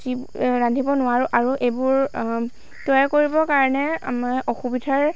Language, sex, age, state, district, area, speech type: Assamese, female, 18-30, Assam, Lakhimpur, rural, spontaneous